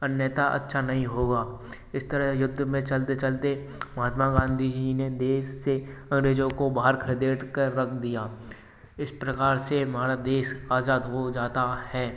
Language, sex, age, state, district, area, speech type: Hindi, male, 18-30, Rajasthan, Bharatpur, rural, spontaneous